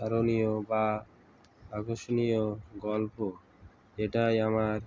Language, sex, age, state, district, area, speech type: Bengali, male, 45-60, West Bengal, Uttar Dinajpur, urban, spontaneous